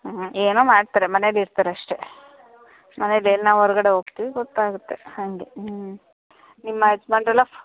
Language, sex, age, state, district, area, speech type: Kannada, female, 30-45, Karnataka, Mandya, rural, conversation